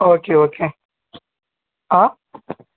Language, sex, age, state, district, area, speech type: Kannada, male, 18-30, Karnataka, Davanagere, rural, conversation